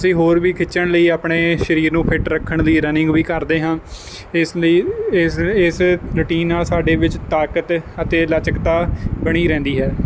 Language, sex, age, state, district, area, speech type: Punjabi, male, 18-30, Punjab, Kapurthala, rural, spontaneous